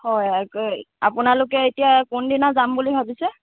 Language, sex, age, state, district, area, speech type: Assamese, female, 18-30, Assam, Dibrugarh, rural, conversation